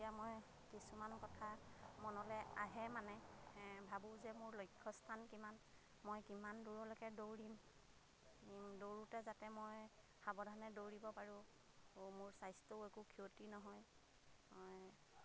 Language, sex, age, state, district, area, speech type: Assamese, female, 30-45, Assam, Lakhimpur, rural, spontaneous